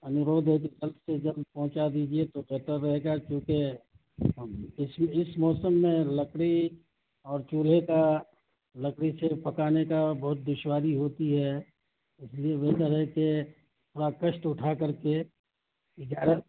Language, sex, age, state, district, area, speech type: Urdu, male, 45-60, Bihar, Saharsa, rural, conversation